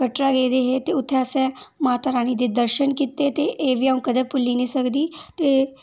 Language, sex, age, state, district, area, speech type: Dogri, female, 18-30, Jammu and Kashmir, Udhampur, rural, spontaneous